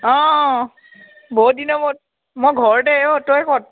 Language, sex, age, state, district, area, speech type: Assamese, female, 30-45, Assam, Tinsukia, urban, conversation